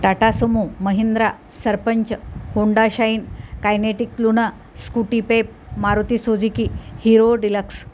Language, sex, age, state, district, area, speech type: Marathi, female, 45-60, Maharashtra, Nanded, rural, spontaneous